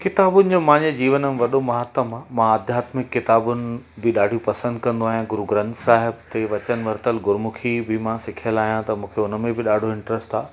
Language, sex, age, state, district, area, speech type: Sindhi, male, 45-60, Madhya Pradesh, Katni, rural, spontaneous